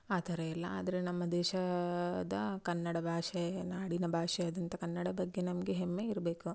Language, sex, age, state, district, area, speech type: Kannada, female, 30-45, Karnataka, Udupi, rural, spontaneous